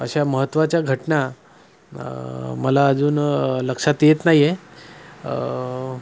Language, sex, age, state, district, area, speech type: Marathi, male, 30-45, Maharashtra, Nagpur, urban, spontaneous